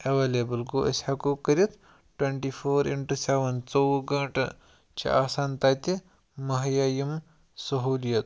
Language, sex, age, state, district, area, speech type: Kashmiri, male, 18-30, Jammu and Kashmir, Pulwama, rural, spontaneous